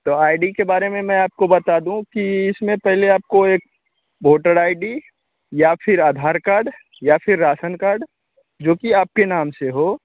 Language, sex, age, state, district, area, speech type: Hindi, male, 30-45, Bihar, Begusarai, rural, conversation